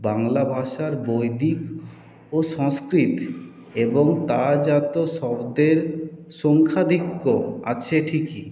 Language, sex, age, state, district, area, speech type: Bengali, male, 18-30, West Bengal, Purulia, urban, spontaneous